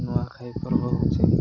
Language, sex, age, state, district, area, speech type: Odia, male, 18-30, Odisha, Koraput, urban, spontaneous